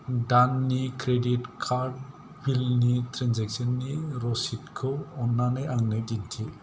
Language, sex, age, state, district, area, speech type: Bodo, male, 45-60, Assam, Kokrajhar, rural, read